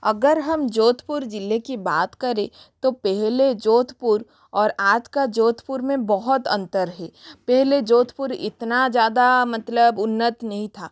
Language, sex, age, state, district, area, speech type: Hindi, female, 45-60, Rajasthan, Jodhpur, rural, spontaneous